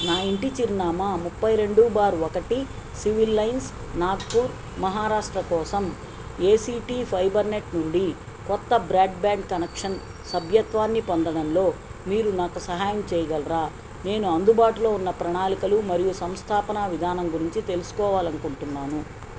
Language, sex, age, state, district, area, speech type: Telugu, female, 60+, Andhra Pradesh, Nellore, urban, read